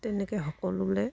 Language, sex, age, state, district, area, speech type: Assamese, female, 60+, Assam, Dibrugarh, rural, spontaneous